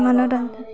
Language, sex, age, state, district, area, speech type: Maithili, female, 30-45, Bihar, Purnia, rural, spontaneous